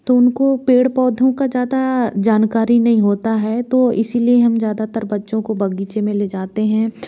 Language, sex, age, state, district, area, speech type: Hindi, female, 30-45, Madhya Pradesh, Bhopal, urban, spontaneous